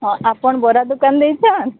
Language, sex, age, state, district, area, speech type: Odia, female, 30-45, Odisha, Sambalpur, rural, conversation